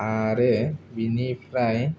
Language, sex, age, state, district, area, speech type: Bodo, male, 18-30, Assam, Kokrajhar, rural, spontaneous